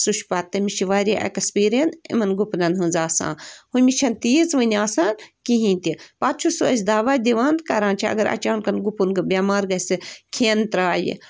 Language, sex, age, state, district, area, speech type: Kashmiri, female, 18-30, Jammu and Kashmir, Bandipora, rural, spontaneous